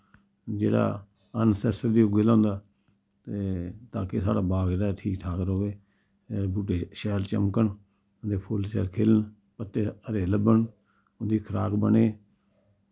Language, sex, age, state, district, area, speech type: Dogri, male, 60+, Jammu and Kashmir, Samba, rural, spontaneous